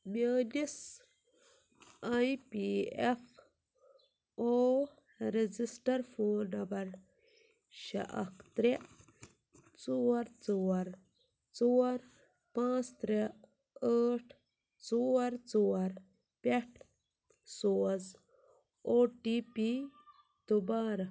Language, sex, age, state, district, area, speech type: Kashmiri, female, 18-30, Jammu and Kashmir, Ganderbal, rural, read